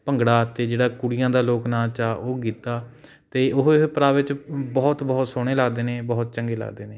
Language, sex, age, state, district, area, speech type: Punjabi, male, 18-30, Punjab, Patiala, urban, spontaneous